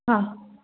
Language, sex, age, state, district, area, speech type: Sindhi, female, 30-45, Gujarat, Kutch, rural, conversation